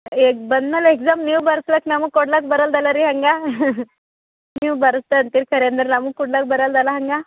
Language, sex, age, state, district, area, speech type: Kannada, female, 18-30, Karnataka, Bidar, rural, conversation